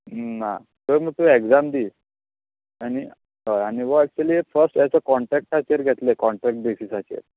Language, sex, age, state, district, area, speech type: Goan Konkani, male, 18-30, Goa, Tiswadi, rural, conversation